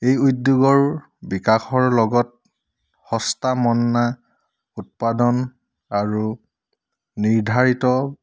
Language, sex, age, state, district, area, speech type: Assamese, male, 30-45, Assam, Charaideo, urban, spontaneous